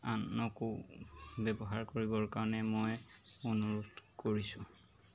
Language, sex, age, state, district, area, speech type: Assamese, male, 30-45, Assam, Golaghat, urban, spontaneous